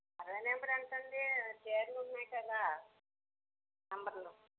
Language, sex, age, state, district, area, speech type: Telugu, female, 60+, Andhra Pradesh, Bapatla, urban, conversation